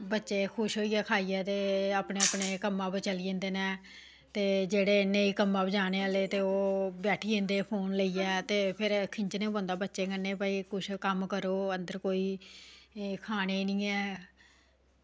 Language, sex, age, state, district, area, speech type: Dogri, female, 45-60, Jammu and Kashmir, Samba, rural, spontaneous